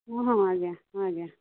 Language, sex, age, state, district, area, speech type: Odia, female, 45-60, Odisha, Angul, rural, conversation